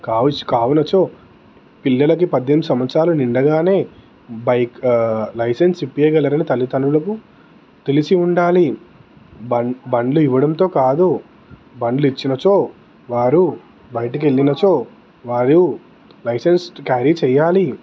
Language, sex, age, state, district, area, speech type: Telugu, male, 18-30, Telangana, Peddapalli, rural, spontaneous